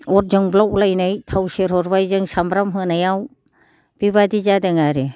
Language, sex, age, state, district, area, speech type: Bodo, female, 60+, Assam, Kokrajhar, rural, spontaneous